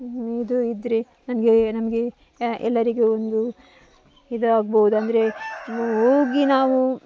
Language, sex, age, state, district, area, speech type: Kannada, female, 45-60, Karnataka, Dakshina Kannada, rural, spontaneous